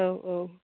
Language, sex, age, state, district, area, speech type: Bodo, female, 60+, Assam, Chirang, rural, conversation